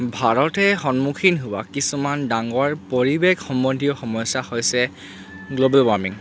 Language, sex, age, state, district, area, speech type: Assamese, male, 30-45, Assam, Charaideo, urban, spontaneous